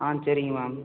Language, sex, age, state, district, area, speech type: Tamil, male, 30-45, Tamil Nadu, Ariyalur, rural, conversation